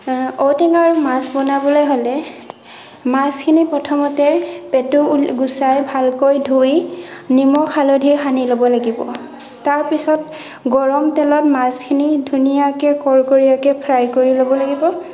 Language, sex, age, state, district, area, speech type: Assamese, female, 60+, Assam, Nagaon, rural, spontaneous